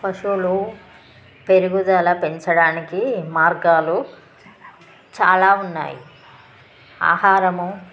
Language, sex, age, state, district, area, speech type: Telugu, female, 30-45, Telangana, Jagtial, rural, spontaneous